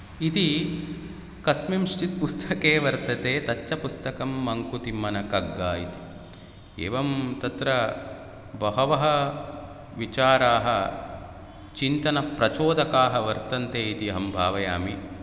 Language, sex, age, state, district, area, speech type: Sanskrit, male, 30-45, Karnataka, Udupi, rural, spontaneous